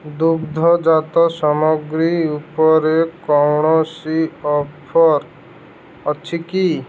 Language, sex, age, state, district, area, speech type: Odia, male, 18-30, Odisha, Malkangiri, urban, read